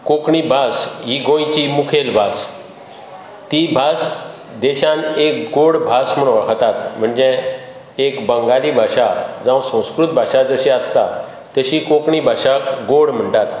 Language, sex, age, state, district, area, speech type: Goan Konkani, male, 60+, Goa, Bardez, rural, spontaneous